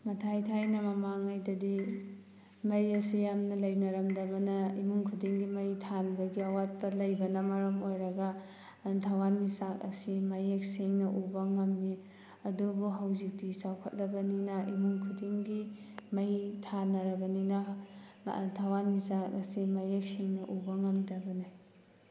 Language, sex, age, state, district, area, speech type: Manipuri, female, 18-30, Manipur, Thoubal, rural, spontaneous